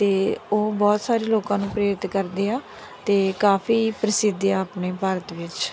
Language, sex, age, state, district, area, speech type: Punjabi, female, 30-45, Punjab, Tarn Taran, rural, spontaneous